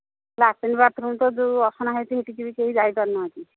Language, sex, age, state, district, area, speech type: Odia, female, 45-60, Odisha, Angul, rural, conversation